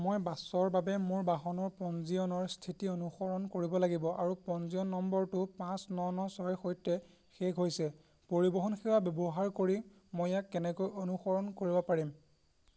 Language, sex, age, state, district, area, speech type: Assamese, male, 18-30, Assam, Golaghat, rural, read